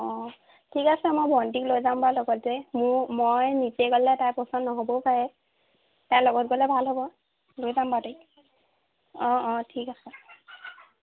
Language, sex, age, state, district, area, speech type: Assamese, female, 18-30, Assam, Sivasagar, urban, conversation